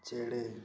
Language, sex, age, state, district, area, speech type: Santali, male, 18-30, West Bengal, Paschim Bardhaman, rural, read